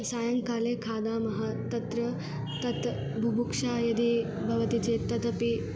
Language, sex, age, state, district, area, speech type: Sanskrit, female, 18-30, Karnataka, Belgaum, urban, spontaneous